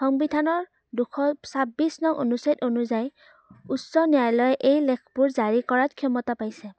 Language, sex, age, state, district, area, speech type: Assamese, female, 18-30, Assam, Udalguri, rural, spontaneous